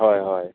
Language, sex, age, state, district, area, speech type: Goan Konkani, male, 18-30, Goa, Tiswadi, rural, conversation